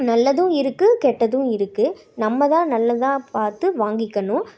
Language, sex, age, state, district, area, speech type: Tamil, female, 18-30, Tamil Nadu, Tiruppur, urban, spontaneous